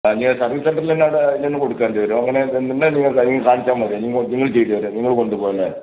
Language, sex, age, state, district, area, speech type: Malayalam, male, 45-60, Kerala, Kasaragod, urban, conversation